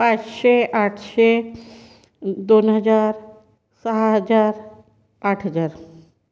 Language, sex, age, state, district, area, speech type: Marathi, female, 30-45, Maharashtra, Gondia, rural, spontaneous